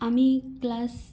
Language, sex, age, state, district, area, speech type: Bengali, female, 18-30, West Bengal, Purulia, urban, spontaneous